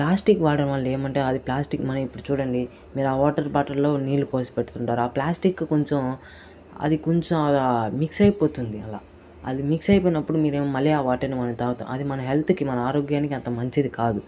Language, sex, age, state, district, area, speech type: Telugu, male, 45-60, Andhra Pradesh, Chittoor, urban, spontaneous